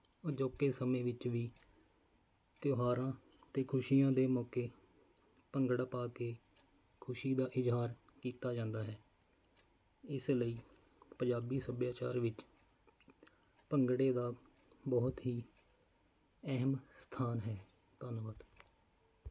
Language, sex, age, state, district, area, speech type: Punjabi, male, 30-45, Punjab, Faridkot, rural, spontaneous